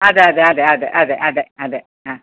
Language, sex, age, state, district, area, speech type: Malayalam, female, 60+, Kerala, Kasaragod, urban, conversation